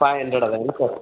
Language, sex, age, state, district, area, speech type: Kannada, male, 18-30, Karnataka, Bidar, urban, conversation